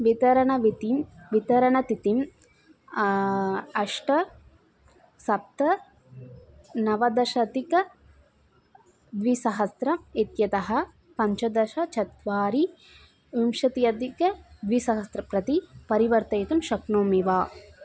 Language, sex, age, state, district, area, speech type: Sanskrit, female, 18-30, Tamil Nadu, Thanjavur, rural, read